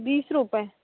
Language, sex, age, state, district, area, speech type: Hindi, female, 30-45, Madhya Pradesh, Chhindwara, urban, conversation